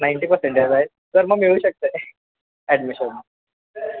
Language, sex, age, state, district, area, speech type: Marathi, male, 18-30, Maharashtra, Kolhapur, urban, conversation